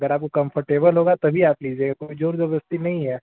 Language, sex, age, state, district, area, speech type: Hindi, male, 18-30, Uttar Pradesh, Ghazipur, rural, conversation